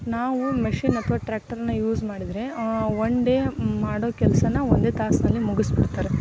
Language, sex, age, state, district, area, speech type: Kannada, female, 18-30, Karnataka, Koppal, rural, spontaneous